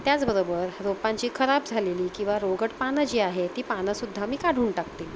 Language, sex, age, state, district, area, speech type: Marathi, female, 45-60, Maharashtra, Palghar, urban, spontaneous